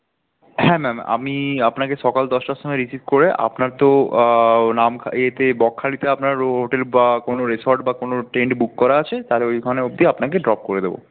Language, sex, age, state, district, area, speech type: Bengali, male, 60+, West Bengal, Purulia, urban, conversation